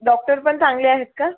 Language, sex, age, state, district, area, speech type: Marathi, female, 18-30, Maharashtra, Buldhana, rural, conversation